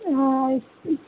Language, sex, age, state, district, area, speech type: Bengali, female, 18-30, West Bengal, Malda, urban, conversation